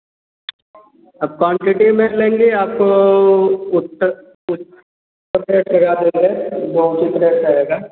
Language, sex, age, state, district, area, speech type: Hindi, male, 18-30, Uttar Pradesh, Azamgarh, rural, conversation